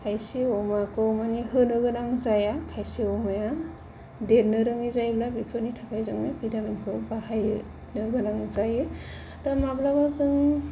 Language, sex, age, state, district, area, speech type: Bodo, female, 30-45, Assam, Kokrajhar, rural, spontaneous